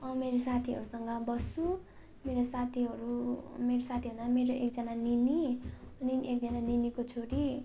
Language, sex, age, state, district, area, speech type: Nepali, female, 18-30, West Bengal, Darjeeling, rural, spontaneous